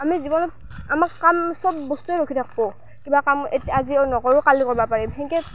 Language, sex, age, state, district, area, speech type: Assamese, female, 18-30, Assam, Barpeta, rural, spontaneous